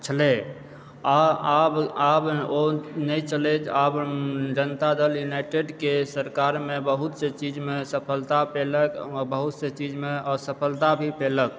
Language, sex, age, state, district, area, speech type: Maithili, male, 30-45, Bihar, Supaul, urban, spontaneous